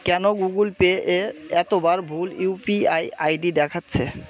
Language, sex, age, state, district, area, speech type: Bengali, male, 30-45, West Bengal, Birbhum, urban, read